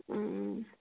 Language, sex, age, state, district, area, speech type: Manipuri, female, 45-60, Manipur, Churachandpur, urban, conversation